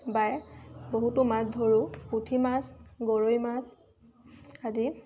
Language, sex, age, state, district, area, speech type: Assamese, female, 18-30, Assam, Tinsukia, urban, spontaneous